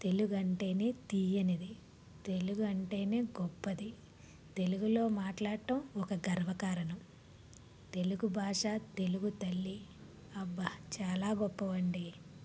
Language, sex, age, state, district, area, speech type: Telugu, female, 30-45, Andhra Pradesh, Palnadu, rural, spontaneous